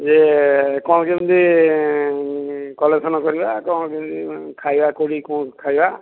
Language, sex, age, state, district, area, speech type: Odia, male, 45-60, Odisha, Dhenkanal, rural, conversation